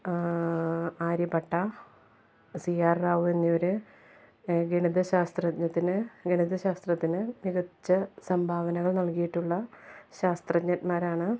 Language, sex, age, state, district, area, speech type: Malayalam, female, 30-45, Kerala, Ernakulam, urban, spontaneous